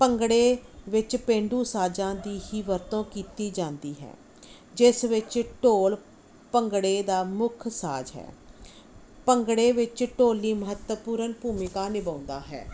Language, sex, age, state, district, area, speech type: Punjabi, female, 30-45, Punjab, Barnala, rural, spontaneous